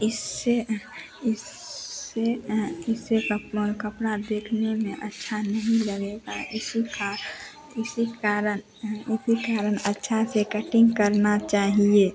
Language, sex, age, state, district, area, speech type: Hindi, female, 18-30, Bihar, Madhepura, rural, spontaneous